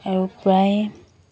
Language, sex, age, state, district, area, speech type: Assamese, female, 30-45, Assam, Dibrugarh, rural, spontaneous